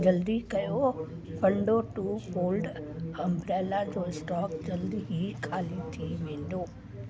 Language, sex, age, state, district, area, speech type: Sindhi, female, 60+, Delhi, South Delhi, rural, read